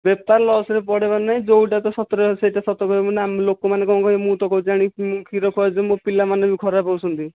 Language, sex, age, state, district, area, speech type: Odia, male, 18-30, Odisha, Nayagarh, rural, conversation